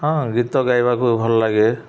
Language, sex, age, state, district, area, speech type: Odia, male, 30-45, Odisha, Subarnapur, urban, spontaneous